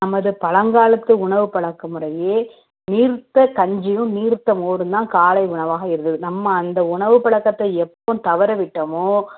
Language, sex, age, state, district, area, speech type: Tamil, female, 30-45, Tamil Nadu, Tirunelveli, rural, conversation